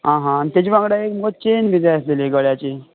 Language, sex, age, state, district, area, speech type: Goan Konkani, male, 18-30, Goa, Canacona, rural, conversation